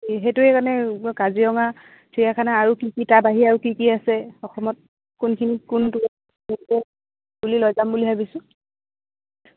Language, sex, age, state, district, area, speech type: Assamese, female, 45-60, Assam, Dibrugarh, rural, conversation